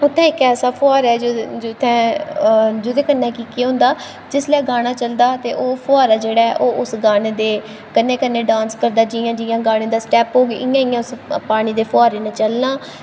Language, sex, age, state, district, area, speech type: Dogri, female, 18-30, Jammu and Kashmir, Kathua, rural, spontaneous